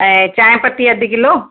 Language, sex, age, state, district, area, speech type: Sindhi, female, 45-60, Maharashtra, Thane, urban, conversation